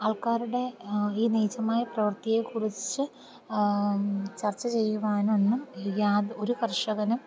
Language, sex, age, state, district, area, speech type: Malayalam, female, 30-45, Kerala, Thiruvananthapuram, rural, spontaneous